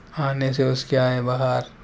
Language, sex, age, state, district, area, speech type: Urdu, male, 18-30, Uttar Pradesh, Gautam Buddha Nagar, urban, spontaneous